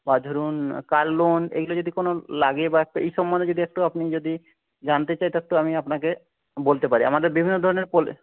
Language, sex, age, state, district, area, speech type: Bengali, male, 30-45, West Bengal, Jhargram, rural, conversation